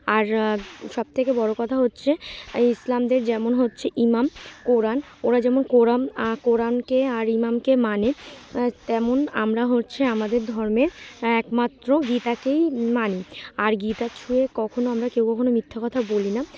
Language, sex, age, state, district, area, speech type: Bengali, female, 18-30, West Bengal, Dakshin Dinajpur, urban, spontaneous